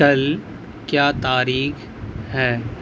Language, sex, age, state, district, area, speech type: Urdu, male, 18-30, Bihar, Purnia, rural, read